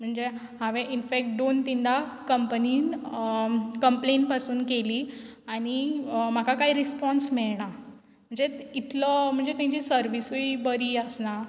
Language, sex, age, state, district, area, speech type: Goan Konkani, female, 18-30, Goa, Quepem, rural, spontaneous